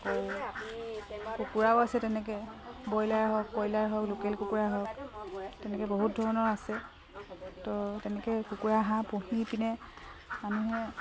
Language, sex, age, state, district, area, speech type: Assamese, female, 45-60, Assam, Dibrugarh, rural, spontaneous